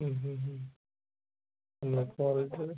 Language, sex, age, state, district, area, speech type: Malayalam, male, 45-60, Kerala, Kozhikode, urban, conversation